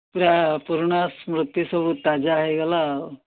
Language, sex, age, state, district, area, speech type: Odia, male, 60+, Odisha, Gajapati, rural, conversation